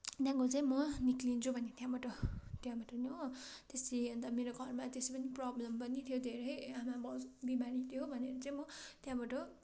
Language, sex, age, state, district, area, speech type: Nepali, female, 45-60, West Bengal, Darjeeling, rural, spontaneous